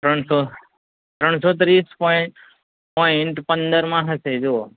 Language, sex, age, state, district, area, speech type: Gujarati, male, 30-45, Gujarat, Anand, rural, conversation